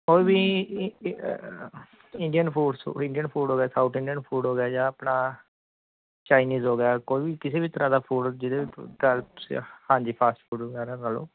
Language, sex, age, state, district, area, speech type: Punjabi, male, 18-30, Punjab, Mansa, urban, conversation